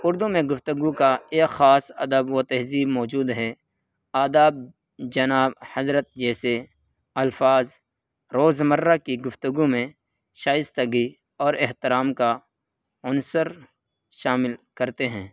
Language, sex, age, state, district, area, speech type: Urdu, male, 18-30, Uttar Pradesh, Saharanpur, urban, spontaneous